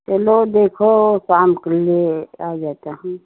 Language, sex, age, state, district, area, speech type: Hindi, female, 30-45, Uttar Pradesh, Jaunpur, rural, conversation